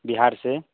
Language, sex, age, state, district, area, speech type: Hindi, male, 45-60, Bihar, Samastipur, urban, conversation